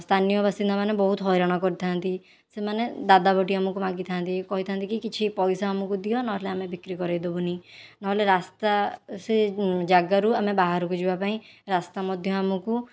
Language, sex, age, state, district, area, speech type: Odia, female, 18-30, Odisha, Khordha, rural, spontaneous